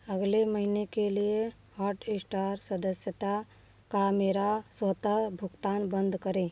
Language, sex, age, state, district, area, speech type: Hindi, female, 30-45, Uttar Pradesh, Varanasi, rural, read